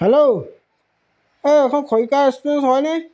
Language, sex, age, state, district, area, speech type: Assamese, male, 45-60, Assam, Golaghat, urban, spontaneous